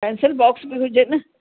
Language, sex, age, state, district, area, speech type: Sindhi, female, 60+, Uttar Pradesh, Lucknow, rural, conversation